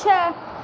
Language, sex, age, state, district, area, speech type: Sindhi, female, 18-30, Madhya Pradesh, Katni, urban, read